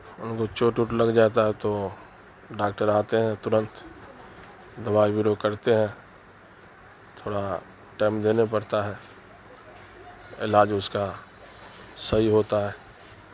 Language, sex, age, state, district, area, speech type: Urdu, male, 45-60, Bihar, Darbhanga, rural, spontaneous